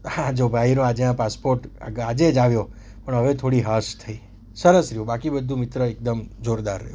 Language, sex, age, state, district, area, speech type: Gujarati, male, 30-45, Gujarat, Surat, urban, spontaneous